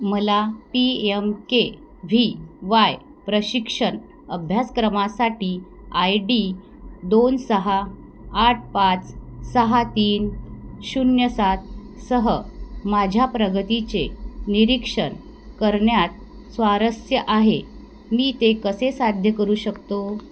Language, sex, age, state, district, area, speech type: Marathi, female, 30-45, Maharashtra, Wardha, rural, read